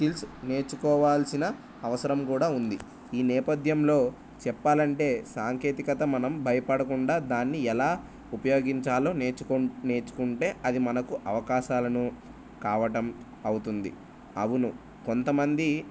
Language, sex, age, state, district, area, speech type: Telugu, male, 18-30, Telangana, Jayashankar, urban, spontaneous